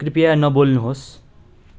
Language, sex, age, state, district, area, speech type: Nepali, male, 30-45, West Bengal, Darjeeling, rural, read